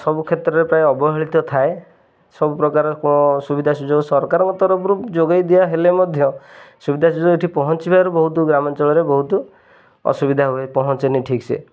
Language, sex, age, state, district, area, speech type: Odia, male, 30-45, Odisha, Jagatsinghpur, rural, spontaneous